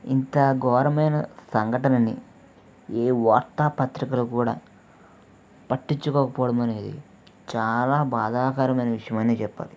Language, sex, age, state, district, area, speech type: Telugu, male, 18-30, Andhra Pradesh, Eluru, urban, spontaneous